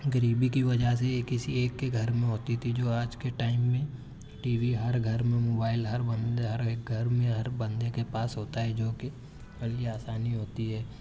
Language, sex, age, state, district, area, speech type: Urdu, male, 18-30, Maharashtra, Nashik, urban, spontaneous